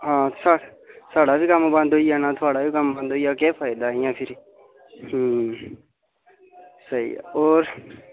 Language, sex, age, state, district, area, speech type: Dogri, male, 18-30, Jammu and Kashmir, Udhampur, rural, conversation